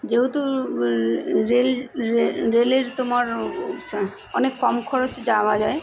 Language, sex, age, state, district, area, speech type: Bengali, female, 30-45, West Bengal, South 24 Parganas, urban, spontaneous